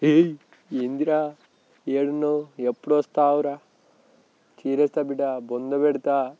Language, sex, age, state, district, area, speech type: Telugu, male, 18-30, Telangana, Nalgonda, rural, spontaneous